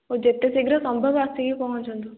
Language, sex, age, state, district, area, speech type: Odia, female, 18-30, Odisha, Dhenkanal, rural, conversation